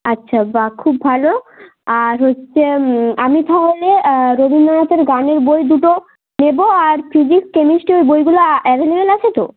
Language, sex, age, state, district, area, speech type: Bengali, male, 18-30, West Bengal, Jalpaiguri, rural, conversation